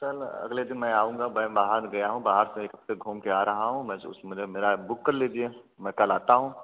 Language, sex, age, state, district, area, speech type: Hindi, male, 18-30, Uttar Pradesh, Bhadohi, urban, conversation